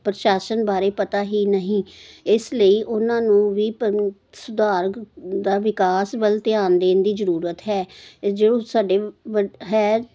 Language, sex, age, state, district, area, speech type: Punjabi, female, 60+, Punjab, Jalandhar, urban, spontaneous